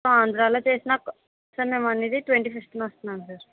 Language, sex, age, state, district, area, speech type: Telugu, female, 30-45, Andhra Pradesh, Kakinada, rural, conversation